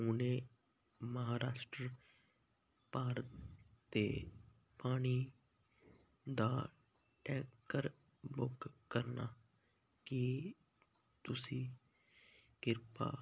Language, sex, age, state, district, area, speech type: Punjabi, male, 18-30, Punjab, Muktsar, urban, read